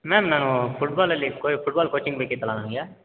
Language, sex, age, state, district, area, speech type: Kannada, male, 18-30, Karnataka, Mysore, urban, conversation